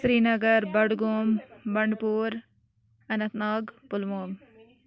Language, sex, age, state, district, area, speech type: Kashmiri, female, 18-30, Jammu and Kashmir, Bandipora, rural, spontaneous